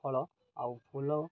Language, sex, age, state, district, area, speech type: Odia, male, 30-45, Odisha, Malkangiri, urban, spontaneous